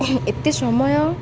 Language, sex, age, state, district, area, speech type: Odia, female, 18-30, Odisha, Malkangiri, urban, spontaneous